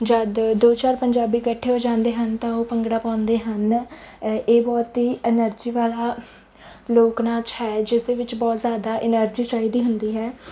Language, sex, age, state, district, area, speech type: Punjabi, female, 18-30, Punjab, Mansa, rural, spontaneous